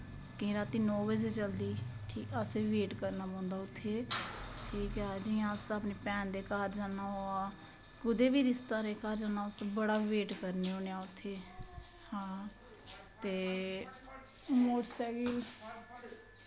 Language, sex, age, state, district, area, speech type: Dogri, female, 18-30, Jammu and Kashmir, Samba, rural, spontaneous